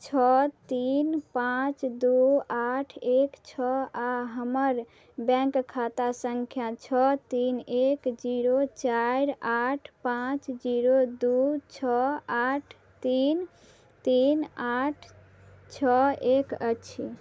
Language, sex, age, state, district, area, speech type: Maithili, female, 18-30, Bihar, Madhubani, rural, read